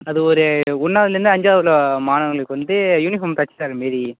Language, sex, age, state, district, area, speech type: Tamil, male, 30-45, Tamil Nadu, Tiruvarur, urban, conversation